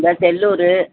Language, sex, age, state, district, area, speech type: Tamil, female, 60+, Tamil Nadu, Madurai, urban, conversation